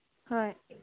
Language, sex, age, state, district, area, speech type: Manipuri, female, 18-30, Manipur, Kangpokpi, urban, conversation